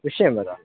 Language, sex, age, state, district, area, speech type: Sanskrit, male, 18-30, Kerala, Thiruvananthapuram, rural, conversation